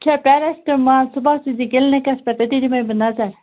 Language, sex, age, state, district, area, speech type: Kashmiri, female, 30-45, Jammu and Kashmir, Baramulla, rural, conversation